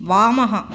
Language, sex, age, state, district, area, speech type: Sanskrit, female, 45-60, Telangana, Bhadradri Kothagudem, urban, read